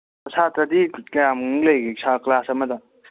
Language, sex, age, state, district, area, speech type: Manipuri, male, 30-45, Manipur, Kangpokpi, urban, conversation